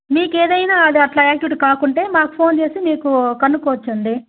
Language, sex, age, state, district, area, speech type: Telugu, female, 30-45, Andhra Pradesh, Chittoor, rural, conversation